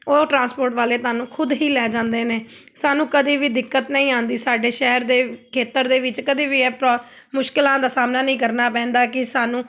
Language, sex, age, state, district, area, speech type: Punjabi, female, 30-45, Punjab, Amritsar, urban, spontaneous